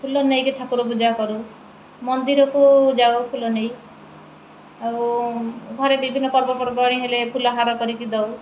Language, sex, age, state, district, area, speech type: Odia, female, 30-45, Odisha, Kendrapara, urban, spontaneous